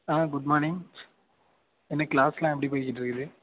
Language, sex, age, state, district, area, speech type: Tamil, male, 18-30, Tamil Nadu, Thanjavur, urban, conversation